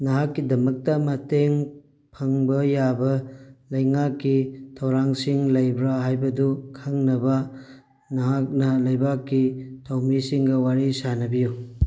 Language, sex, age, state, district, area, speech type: Manipuri, male, 18-30, Manipur, Thoubal, rural, read